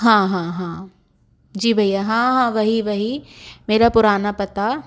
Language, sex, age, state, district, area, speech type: Hindi, female, 30-45, Madhya Pradesh, Bhopal, urban, spontaneous